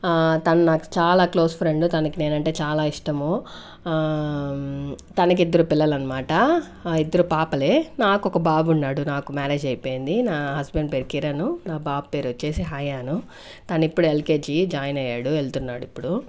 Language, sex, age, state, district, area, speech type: Telugu, female, 60+, Andhra Pradesh, Chittoor, rural, spontaneous